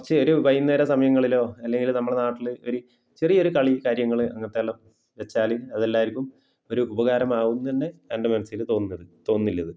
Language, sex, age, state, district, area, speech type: Malayalam, male, 30-45, Kerala, Kasaragod, rural, spontaneous